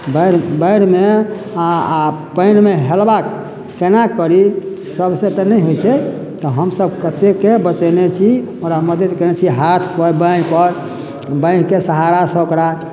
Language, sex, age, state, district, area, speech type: Maithili, male, 60+, Bihar, Madhubani, rural, spontaneous